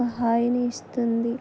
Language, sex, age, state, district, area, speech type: Telugu, female, 18-30, Telangana, Adilabad, urban, spontaneous